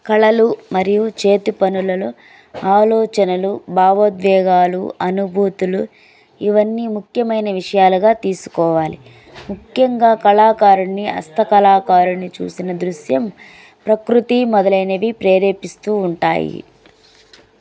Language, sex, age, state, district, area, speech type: Telugu, female, 30-45, Andhra Pradesh, Kadapa, rural, spontaneous